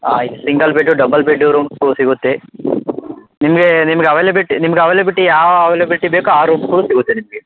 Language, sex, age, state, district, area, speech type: Kannada, male, 18-30, Karnataka, Tumkur, urban, conversation